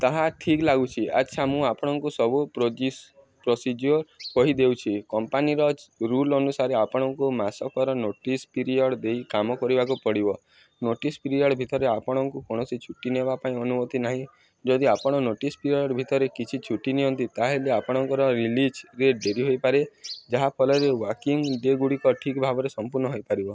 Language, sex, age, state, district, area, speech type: Odia, male, 18-30, Odisha, Nuapada, urban, read